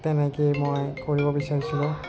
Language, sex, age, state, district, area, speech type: Assamese, male, 45-60, Assam, Nagaon, rural, spontaneous